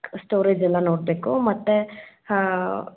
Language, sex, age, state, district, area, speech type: Kannada, female, 18-30, Karnataka, Chikkamagaluru, rural, conversation